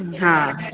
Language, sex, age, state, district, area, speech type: Sindhi, female, 45-60, Maharashtra, Thane, urban, conversation